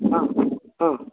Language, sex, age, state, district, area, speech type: Kannada, male, 30-45, Karnataka, Mysore, rural, conversation